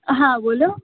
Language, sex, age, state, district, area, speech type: Gujarati, female, 18-30, Gujarat, Anand, urban, conversation